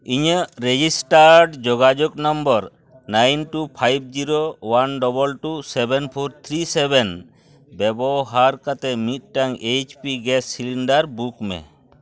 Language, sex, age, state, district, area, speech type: Santali, male, 45-60, West Bengal, Purulia, rural, read